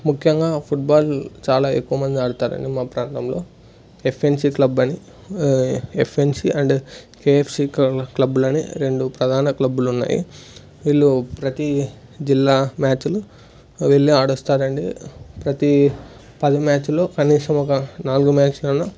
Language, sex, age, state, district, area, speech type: Telugu, male, 18-30, Andhra Pradesh, Sri Satya Sai, urban, spontaneous